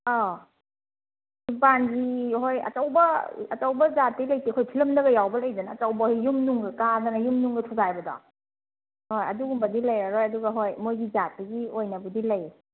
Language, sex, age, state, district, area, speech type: Manipuri, female, 30-45, Manipur, Senapati, rural, conversation